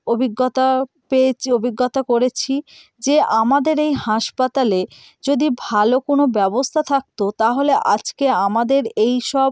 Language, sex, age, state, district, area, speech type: Bengali, female, 30-45, West Bengal, North 24 Parganas, rural, spontaneous